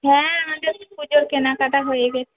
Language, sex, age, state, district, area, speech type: Bengali, female, 45-60, West Bengal, Uttar Dinajpur, urban, conversation